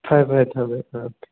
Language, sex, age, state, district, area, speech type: Manipuri, male, 18-30, Manipur, Thoubal, rural, conversation